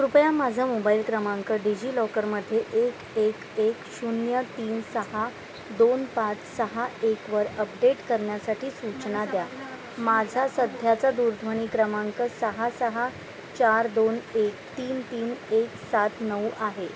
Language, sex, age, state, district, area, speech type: Marathi, female, 45-60, Maharashtra, Thane, urban, read